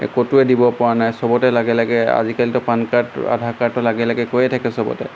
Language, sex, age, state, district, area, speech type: Assamese, male, 18-30, Assam, Golaghat, rural, spontaneous